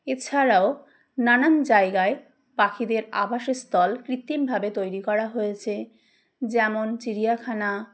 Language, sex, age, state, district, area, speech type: Bengali, female, 30-45, West Bengal, Dakshin Dinajpur, urban, spontaneous